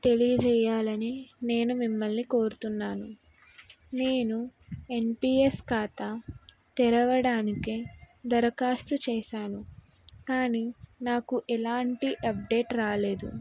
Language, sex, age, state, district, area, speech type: Telugu, female, 18-30, Telangana, Karimnagar, urban, spontaneous